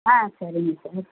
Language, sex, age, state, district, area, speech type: Tamil, female, 60+, Tamil Nadu, Madurai, rural, conversation